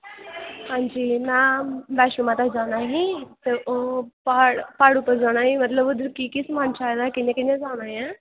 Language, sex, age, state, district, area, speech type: Dogri, female, 18-30, Jammu and Kashmir, Kathua, rural, conversation